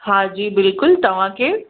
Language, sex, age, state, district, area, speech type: Sindhi, female, 45-60, Gujarat, Kutch, urban, conversation